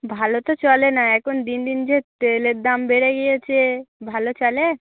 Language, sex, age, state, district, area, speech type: Bengali, female, 18-30, West Bengal, Dakshin Dinajpur, urban, conversation